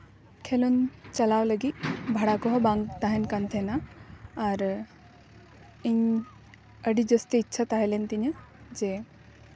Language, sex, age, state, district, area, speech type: Santali, female, 18-30, West Bengal, Paschim Bardhaman, rural, spontaneous